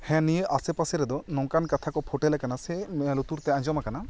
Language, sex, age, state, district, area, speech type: Santali, male, 30-45, West Bengal, Bankura, rural, spontaneous